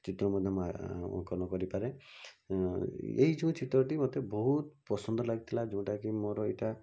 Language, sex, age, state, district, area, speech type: Odia, male, 45-60, Odisha, Bhadrak, rural, spontaneous